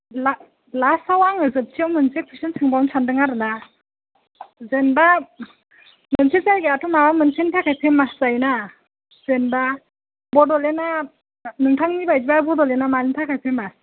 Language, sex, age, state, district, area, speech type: Bodo, female, 18-30, Assam, Kokrajhar, rural, conversation